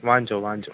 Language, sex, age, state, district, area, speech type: Malayalam, male, 18-30, Kerala, Kollam, rural, conversation